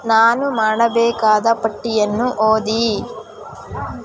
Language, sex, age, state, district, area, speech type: Kannada, female, 18-30, Karnataka, Kolar, rural, read